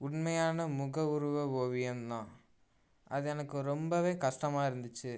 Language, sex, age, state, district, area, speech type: Tamil, male, 18-30, Tamil Nadu, Tiruchirappalli, rural, spontaneous